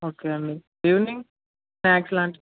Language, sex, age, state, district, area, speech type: Telugu, male, 18-30, Telangana, Sangareddy, urban, conversation